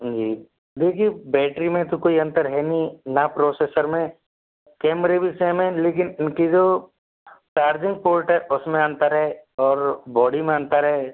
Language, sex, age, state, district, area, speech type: Hindi, male, 45-60, Rajasthan, Jodhpur, urban, conversation